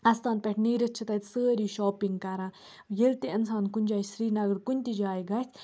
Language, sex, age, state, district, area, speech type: Kashmiri, female, 18-30, Jammu and Kashmir, Baramulla, urban, spontaneous